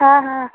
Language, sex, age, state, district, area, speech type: Hindi, female, 18-30, Uttar Pradesh, Ghazipur, rural, conversation